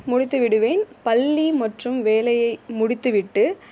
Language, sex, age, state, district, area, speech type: Tamil, female, 18-30, Tamil Nadu, Ariyalur, rural, spontaneous